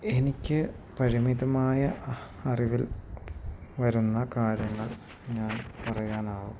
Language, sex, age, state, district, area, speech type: Malayalam, male, 45-60, Kerala, Wayanad, rural, spontaneous